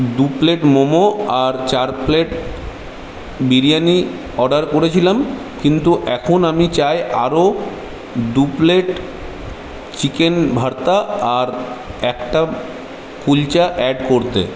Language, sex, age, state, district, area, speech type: Bengali, male, 18-30, West Bengal, Purulia, urban, spontaneous